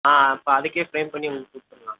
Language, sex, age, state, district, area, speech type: Tamil, male, 18-30, Tamil Nadu, Tirunelveli, rural, conversation